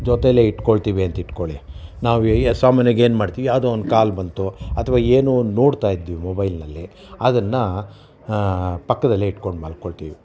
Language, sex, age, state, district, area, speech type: Kannada, male, 60+, Karnataka, Bangalore Urban, urban, spontaneous